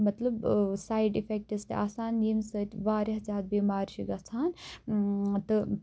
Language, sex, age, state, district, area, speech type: Kashmiri, female, 18-30, Jammu and Kashmir, Baramulla, rural, spontaneous